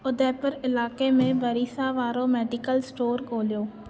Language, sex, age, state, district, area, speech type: Sindhi, female, 18-30, Maharashtra, Thane, urban, read